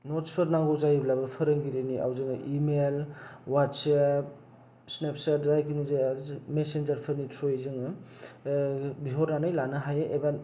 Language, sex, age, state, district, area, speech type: Bodo, male, 18-30, Assam, Kokrajhar, rural, spontaneous